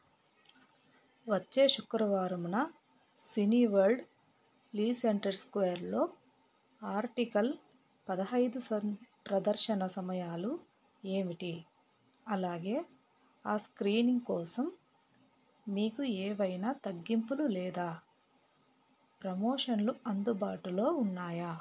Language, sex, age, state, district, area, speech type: Telugu, female, 45-60, Telangana, Peddapalli, urban, read